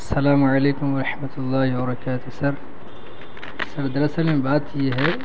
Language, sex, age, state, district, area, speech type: Urdu, male, 18-30, Bihar, Gaya, urban, spontaneous